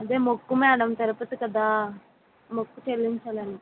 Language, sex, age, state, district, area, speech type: Telugu, female, 30-45, Andhra Pradesh, Vizianagaram, rural, conversation